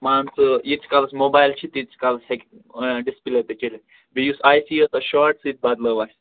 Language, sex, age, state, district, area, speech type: Kashmiri, male, 18-30, Jammu and Kashmir, Bandipora, rural, conversation